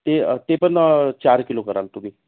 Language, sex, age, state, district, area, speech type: Marathi, male, 30-45, Maharashtra, Nagpur, urban, conversation